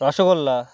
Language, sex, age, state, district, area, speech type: Bengali, male, 18-30, West Bengal, Uttar Dinajpur, urban, spontaneous